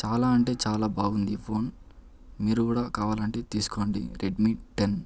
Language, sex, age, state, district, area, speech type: Telugu, male, 18-30, Andhra Pradesh, Chittoor, urban, spontaneous